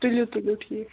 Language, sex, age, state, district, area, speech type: Kashmiri, female, 18-30, Jammu and Kashmir, Kulgam, rural, conversation